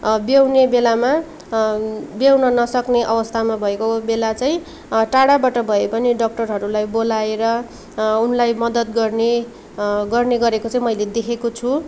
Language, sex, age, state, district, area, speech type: Nepali, female, 18-30, West Bengal, Darjeeling, rural, spontaneous